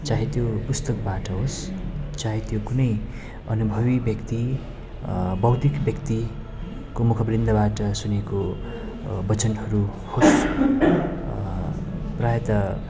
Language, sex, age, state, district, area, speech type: Nepali, male, 30-45, West Bengal, Darjeeling, rural, spontaneous